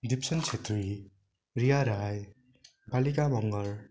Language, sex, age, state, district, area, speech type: Nepali, male, 18-30, West Bengal, Darjeeling, rural, spontaneous